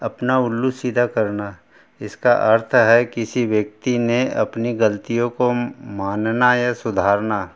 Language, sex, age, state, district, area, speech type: Hindi, male, 60+, Madhya Pradesh, Betul, rural, spontaneous